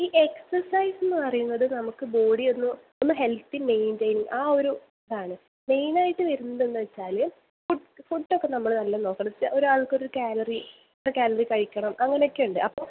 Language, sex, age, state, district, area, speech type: Malayalam, female, 18-30, Kerala, Thrissur, urban, conversation